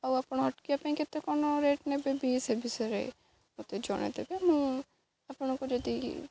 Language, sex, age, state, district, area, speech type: Odia, female, 18-30, Odisha, Jagatsinghpur, rural, spontaneous